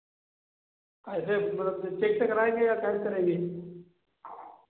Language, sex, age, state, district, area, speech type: Hindi, male, 30-45, Uttar Pradesh, Sitapur, rural, conversation